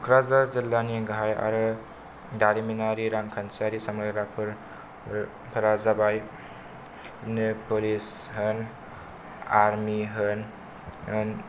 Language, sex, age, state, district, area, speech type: Bodo, male, 18-30, Assam, Kokrajhar, rural, spontaneous